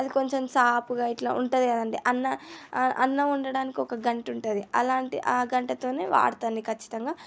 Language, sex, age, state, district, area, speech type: Telugu, female, 18-30, Telangana, Medchal, urban, spontaneous